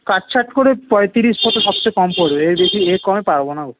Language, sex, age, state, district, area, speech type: Bengali, male, 30-45, West Bengal, Kolkata, urban, conversation